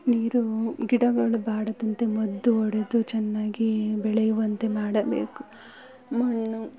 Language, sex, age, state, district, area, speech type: Kannada, female, 18-30, Karnataka, Bangalore Rural, rural, spontaneous